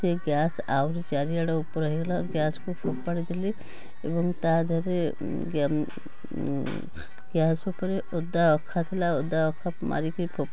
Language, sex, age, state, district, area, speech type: Odia, female, 45-60, Odisha, Cuttack, urban, spontaneous